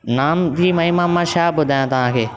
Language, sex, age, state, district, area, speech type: Sindhi, male, 18-30, Maharashtra, Thane, urban, spontaneous